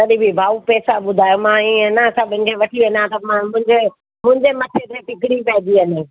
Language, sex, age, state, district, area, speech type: Sindhi, female, 45-60, Delhi, South Delhi, urban, conversation